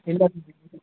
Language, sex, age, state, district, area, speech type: Kannada, male, 18-30, Karnataka, Bangalore Urban, urban, conversation